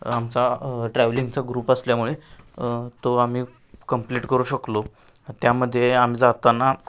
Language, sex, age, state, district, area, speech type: Marathi, male, 18-30, Maharashtra, Sangli, urban, spontaneous